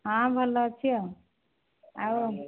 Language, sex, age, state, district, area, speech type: Odia, female, 45-60, Odisha, Nayagarh, rural, conversation